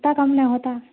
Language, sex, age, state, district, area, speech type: Urdu, female, 30-45, Telangana, Hyderabad, urban, conversation